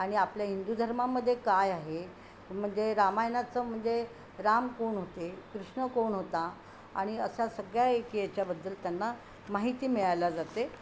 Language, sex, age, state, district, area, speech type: Marathi, female, 60+, Maharashtra, Yavatmal, urban, spontaneous